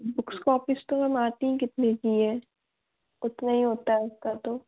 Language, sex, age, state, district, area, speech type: Hindi, female, 30-45, Madhya Pradesh, Bhopal, urban, conversation